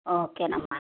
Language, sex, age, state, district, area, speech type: Telugu, female, 30-45, Andhra Pradesh, Kadapa, rural, conversation